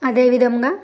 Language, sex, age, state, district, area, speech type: Telugu, female, 18-30, Telangana, Bhadradri Kothagudem, rural, spontaneous